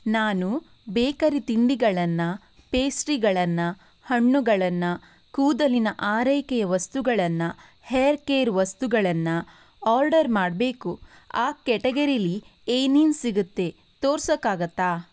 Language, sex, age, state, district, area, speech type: Kannada, female, 18-30, Karnataka, Shimoga, rural, read